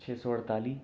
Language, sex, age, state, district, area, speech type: Dogri, male, 18-30, Jammu and Kashmir, Jammu, urban, spontaneous